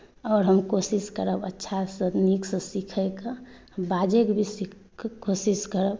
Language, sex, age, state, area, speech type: Maithili, female, 30-45, Jharkhand, urban, spontaneous